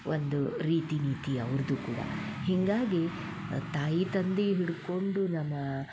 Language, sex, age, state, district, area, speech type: Kannada, female, 60+, Karnataka, Dharwad, rural, spontaneous